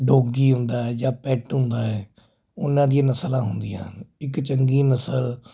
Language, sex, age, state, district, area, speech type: Punjabi, male, 30-45, Punjab, Jalandhar, urban, spontaneous